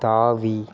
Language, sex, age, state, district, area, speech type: Tamil, male, 18-30, Tamil Nadu, Ariyalur, rural, read